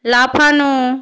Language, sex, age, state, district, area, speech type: Bengali, female, 45-60, West Bengal, Hooghly, rural, read